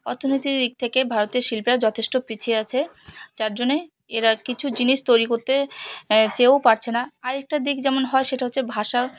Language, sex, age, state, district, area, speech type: Bengali, female, 45-60, West Bengal, Alipurduar, rural, spontaneous